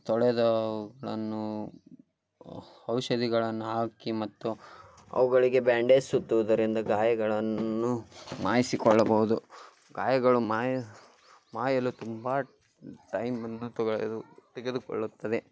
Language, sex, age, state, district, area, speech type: Kannada, male, 18-30, Karnataka, Koppal, rural, spontaneous